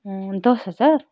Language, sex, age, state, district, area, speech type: Nepali, female, 30-45, West Bengal, Darjeeling, rural, spontaneous